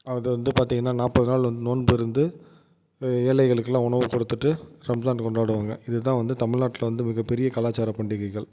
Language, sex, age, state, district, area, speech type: Tamil, male, 30-45, Tamil Nadu, Tiruvarur, rural, spontaneous